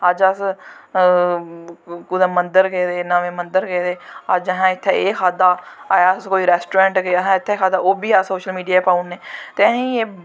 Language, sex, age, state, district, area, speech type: Dogri, female, 18-30, Jammu and Kashmir, Jammu, rural, spontaneous